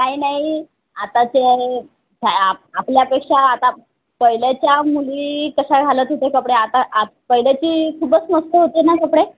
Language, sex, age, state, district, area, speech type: Marathi, female, 30-45, Maharashtra, Wardha, rural, conversation